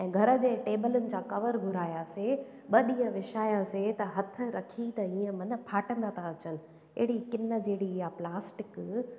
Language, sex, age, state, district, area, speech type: Sindhi, female, 30-45, Gujarat, Surat, urban, spontaneous